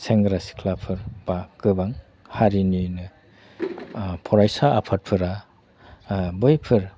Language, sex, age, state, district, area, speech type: Bodo, male, 45-60, Assam, Udalguri, rural, spontaneous